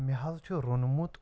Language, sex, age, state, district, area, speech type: Kashmiri, male, 30-45, Jammu and Kashmir, Shopian, rural, spontaneous